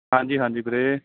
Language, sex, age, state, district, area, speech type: Punjabi, male, 18-30, Punjab, Bathinda, rural, conversation